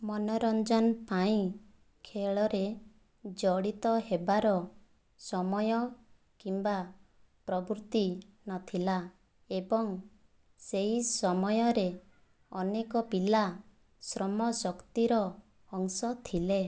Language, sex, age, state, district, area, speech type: Odia, female, 18-30, Odisha, Kandhamal, rural, read